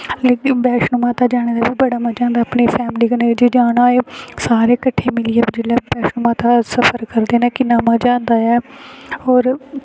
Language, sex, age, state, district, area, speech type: Dogri, female, 18-30, Jammu and Kashmir, Samba, rural, spontaneous